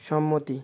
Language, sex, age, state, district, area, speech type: Bengali, male, 18-30, West Bengal, South 24 Parganas, rural, read